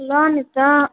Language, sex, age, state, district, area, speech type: Nepali, male, 18-30, West Bengal, Alipurduar, urban, conversation